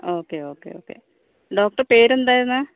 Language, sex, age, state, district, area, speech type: Malayalam, female, 60+, Kerala, Kozhikode, urban, conversation